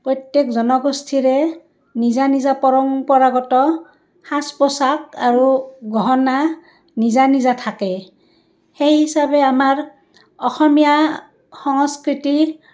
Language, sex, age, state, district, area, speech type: Assamese, female, 60+, Assam, Barpeta, rural, spontaneous